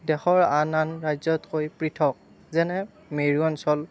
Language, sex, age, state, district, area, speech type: Assamese, male, 30-45, Assam, Darrang, rural, spontaneous